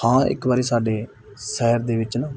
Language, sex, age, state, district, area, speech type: Punjabi, male, 18-30, Punjab, Mansa, rural, spontaneous